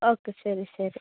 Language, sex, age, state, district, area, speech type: Malayalam, female, 18-30, Kerala, Kasaragod, rural, conversation